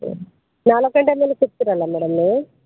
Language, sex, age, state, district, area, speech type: Kannada, female, 30-45, Karnataka, Koppal, rural, conversation